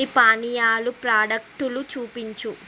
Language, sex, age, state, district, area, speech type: Telugu, female, 30-45, Andhra Pradesh, Srikakulam, urban, read